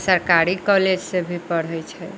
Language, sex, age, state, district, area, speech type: Maithili, female, 60+, Bihar, Sitamarhi, rural, spontaneous